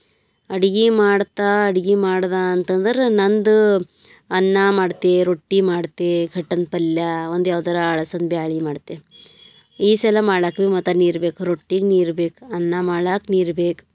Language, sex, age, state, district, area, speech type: Kannada, female, 18-30, Karnataka, Bidar, urban, spontaneous